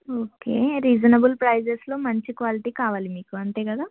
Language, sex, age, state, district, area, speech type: Telugu, female, 18-30, Telangana, Ranga Reddy, urban, conversation